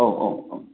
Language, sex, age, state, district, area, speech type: Bodo, male, 18-30, Assam, Baksa, urban, conversation